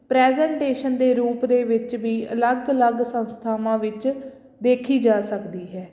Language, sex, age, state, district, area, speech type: Punjabi, female, 18-30, Punjab, Fatehgarh Sahib, rural, spontaneous